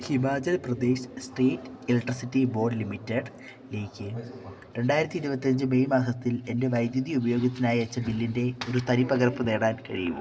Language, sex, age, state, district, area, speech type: Malayalam, male, 18-30, Kerala, Idukki, rural, read